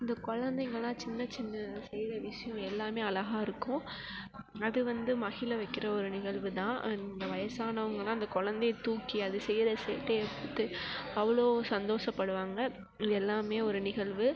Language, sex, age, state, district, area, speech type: Tamil, female, 18-30, Tamil Nadu, Perambalur, rural, spontaneous